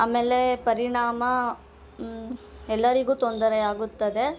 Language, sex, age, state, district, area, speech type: Kannada, female, 30-45, Karnataka, Hassan, urban, spontaneous